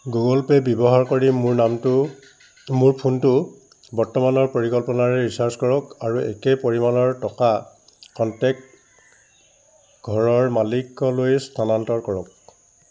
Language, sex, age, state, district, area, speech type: Assamese, male, 45-60, Assam, Dibrugarh, rural, read